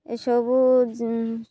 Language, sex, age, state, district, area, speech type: Odia, female, 30-45, Odisha, Malkangiri, urban, spontaneous